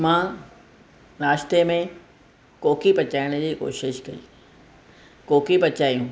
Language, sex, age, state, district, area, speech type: Sindhi, female, 60+, Rajasthan, Ajmer, urban, spontaneous